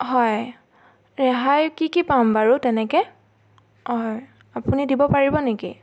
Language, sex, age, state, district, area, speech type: Assamese, female, 18-30, Assam, Biswanath, rural, spontaneous